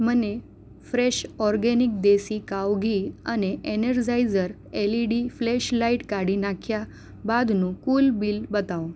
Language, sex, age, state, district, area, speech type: Gujarati, female, 18-30, Gujarat, Surat, rural, read